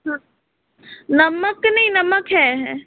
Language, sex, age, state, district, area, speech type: Hindi, female, 18-30, Madhya Pradesh, Seoni, urban, conversation